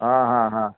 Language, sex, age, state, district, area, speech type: Kannada, male, 45-60, Karnataka, Chamarajanagar, rural, conversation